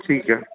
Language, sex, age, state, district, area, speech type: Punjabi, male, 30-45, Punjab, Fazilka, rural, conversation